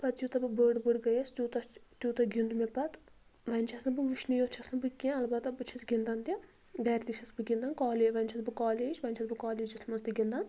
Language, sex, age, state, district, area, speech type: Kashmiri, female, 18-30, Jammu and Kashmir, Anantnag, rural, spontaneous